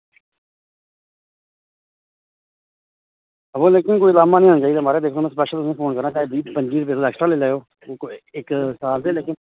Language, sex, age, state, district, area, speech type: Dogri, male, 60+, Jammu and Kashmir, Reasi, rural, conversation